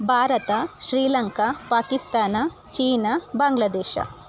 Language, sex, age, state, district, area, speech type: Kannada, female, 30-45, Karnataka, Chikkamagaluru, rural, spontaneous